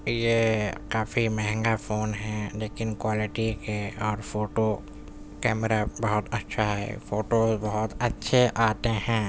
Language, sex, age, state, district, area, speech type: Urdu, male, 18-30, Delhi, Central Delhi, urban, spontaneous